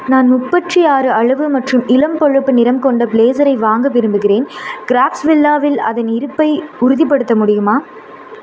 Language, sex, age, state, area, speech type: Tamil, female, 18-30, Tamil Nadu, urban, read